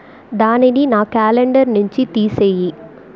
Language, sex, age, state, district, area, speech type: Telugu, female, 18-30, Andhra Pradesh, Chittoor, rural, read